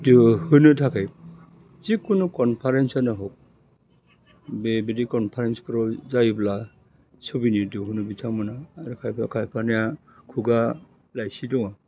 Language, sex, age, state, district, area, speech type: Bodo, male, 60+, Assam, Udalguri, urban, spontaneous